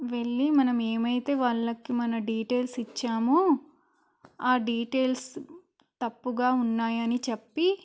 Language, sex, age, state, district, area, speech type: Telugu, female, 18-30, Andhra Pradesh, Krishna, urban, spontaneous